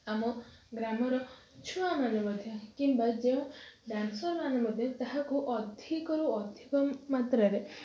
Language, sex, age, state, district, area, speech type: Odia, female, 18-30, Odisha, Balasore, rural, spontaneous